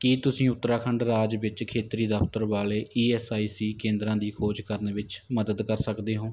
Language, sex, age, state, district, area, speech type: Punjabi, male, 18-30, Punjab, Mansa, rural, read